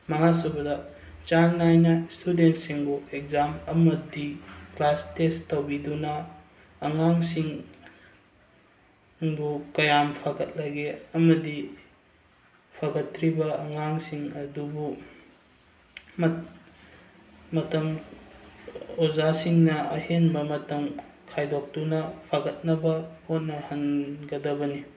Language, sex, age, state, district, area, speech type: Manipuri, male, 18-30, Manipur, Bishnupur, rural, spontaneous